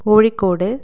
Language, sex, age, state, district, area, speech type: Malayalam, female, 30-45, Kerala, Kannur, rural, spontaneous